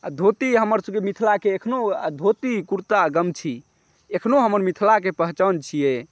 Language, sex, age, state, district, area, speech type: Maithili, male, 45-60, Bihar, Saharsa, urban, spontaneous